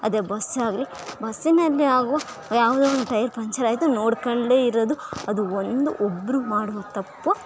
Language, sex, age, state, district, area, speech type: Kannada, female, 18-30, Karnataka, Bellary, rural, spontaneous